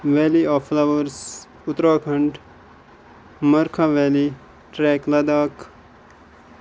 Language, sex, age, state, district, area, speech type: Kashmiri, male, 18-30, Jammu and Kashmir, Ganderbal, rural, spontaneous